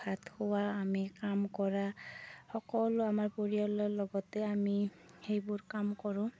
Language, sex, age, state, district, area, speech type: Assamese, female, 30-45, Assam, Darrang, rural, spontaneous